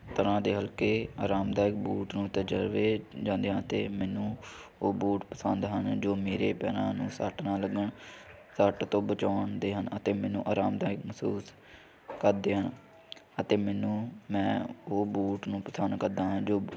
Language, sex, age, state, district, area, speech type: Punjabi, male, 18-30, Punjab, Hoshiarpur, rural, spontaneous